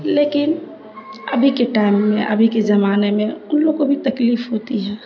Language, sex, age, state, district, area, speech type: Urdu, female, 30-45, Bihar, Darbhanga, urban, spontaneous